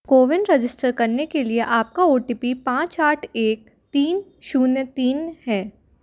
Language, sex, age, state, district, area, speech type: Hindi, female, 18-30, Madhya Pradesh, Jabalpur, urban, read